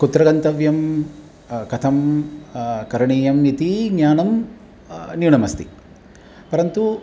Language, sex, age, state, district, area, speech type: Sanskrit, male, 45-60, Tamil Nadu, Chennai, urban, spontaneous